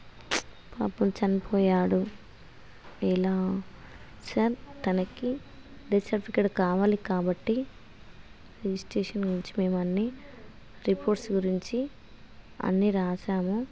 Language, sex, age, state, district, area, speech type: Telugu, female, 30-45, Telangana, Hanamkonda, rural, spontaneous